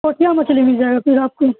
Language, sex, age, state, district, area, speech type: Urdu, male, 30-45, Bihar, Supaul, rural, conversation